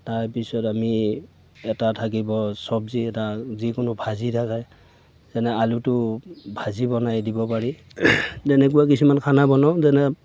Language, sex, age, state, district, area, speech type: Assamese, male, 45-60, Assam, Darrang, rural, spontaneous